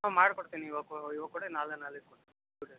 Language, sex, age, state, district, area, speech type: Kannada, male, 30-45, Karnataka, Bangalore Rural, urban, conversation